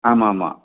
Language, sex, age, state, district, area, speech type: Tamil, male, 45-60, Tamil Nadu, Krishnagiri, rural, conversation